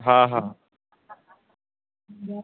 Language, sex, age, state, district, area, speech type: Bengali, male, 18-30, West Bengal, Uttar Dinajpur, rural, conversation